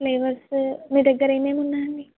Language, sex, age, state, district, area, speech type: Telugu, female, 18-30, Telangana, Sangareddy, urban, conversation